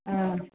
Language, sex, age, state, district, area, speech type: Tamil, female, 30-45, Tamil Nadu, Salem, rural, conversation